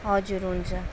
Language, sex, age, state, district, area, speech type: Nepali, female, 18-30, West Bengal, Darjeeling, rural, spontaneous